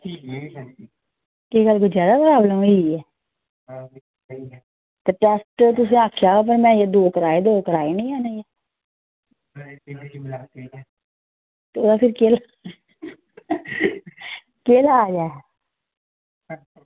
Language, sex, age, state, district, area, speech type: Dogri, female, 60+, Jammu and Kashmir, Reasi, rural, conversation